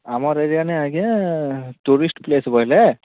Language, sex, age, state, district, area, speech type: Odia, male, 18-30, Odisha, Kalahandi, rural, conversation